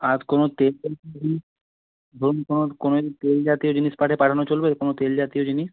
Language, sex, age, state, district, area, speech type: Bengali, male, 18-30, West Bengal, Hooghly, urban, conversation